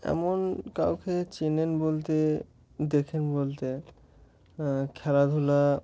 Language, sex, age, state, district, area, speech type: Bengali, male, 18-30, West Bengal, Murshidabad, urban, spontaneous